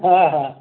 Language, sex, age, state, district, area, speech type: Marathi, male, 45-60, Maharashtra, Raigad, rural, conversation